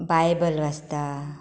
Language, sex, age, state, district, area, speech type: Goan Konkani, female, 30-45, Goa, Tiswadi, rural, spontaneous